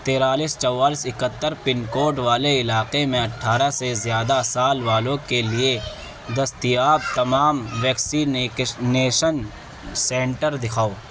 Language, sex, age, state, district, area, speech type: Urdu, male, 18-30, Uttar Pradesh, Gautam Buddha Nagar, rural, read